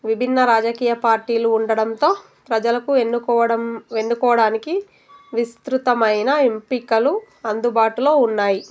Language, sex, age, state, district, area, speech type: Telugu, female, 30-45, Telangana, Narayanpet, urban, spontaneous